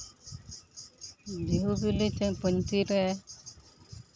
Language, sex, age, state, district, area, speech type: Santali, female, 45-60, West Bengal, Uttar Dinajpur, rural, spontaneous